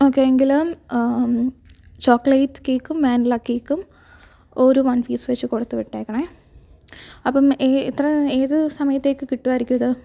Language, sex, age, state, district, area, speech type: Malayalam, female, 18-30, Kerala, Alappuzha, rural, spontaneous